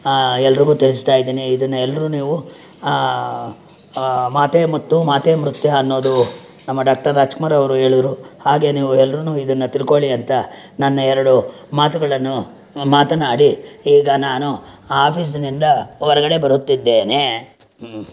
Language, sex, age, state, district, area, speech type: Kannada, male, 60+, Karnataka, Bangalore Urban, rural, spontaneous